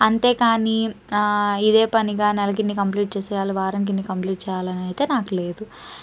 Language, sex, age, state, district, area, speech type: Telugu, female, 30-45, Andhra Pradesh, Palnadu, urban, spontaneous